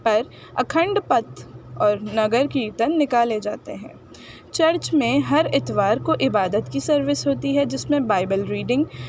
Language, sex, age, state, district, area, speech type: Urdu, female, 18-30, Delhi, North East Delhi, urban, spontaneous